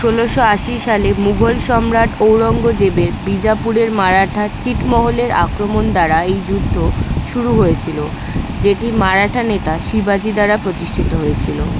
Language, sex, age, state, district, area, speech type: Bengali, female, 18-30, West Bengal, Kolkata, urban, read